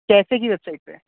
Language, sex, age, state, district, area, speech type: Urdu, male, 30-45, Delhi, North East Delhi, urban, conversation